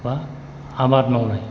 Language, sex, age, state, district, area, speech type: Bodo, male, 30-45, Assam, Chirang, rural, spontaneous